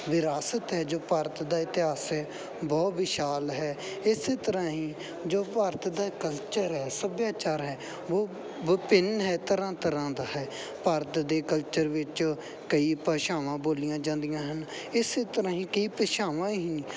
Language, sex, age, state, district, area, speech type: Punjabi, male, 18-30, Punjab, Bathinda, rural, spontaneous